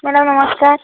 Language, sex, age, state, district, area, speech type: Odia, female, 30-45, Odisha, Sambalpur, rural, conversation